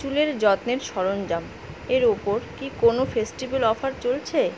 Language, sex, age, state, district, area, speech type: Bengali, female, 30-45, West Bengal, Alipurduar, rural, read